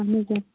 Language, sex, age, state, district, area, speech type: Kashmiri, female, 30-45, Jammu and Kashmir, Anantnag, rural, conversation